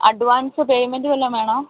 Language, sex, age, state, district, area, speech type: Malayalam, female, 30-45, Kerala, Idukki, rural, conversation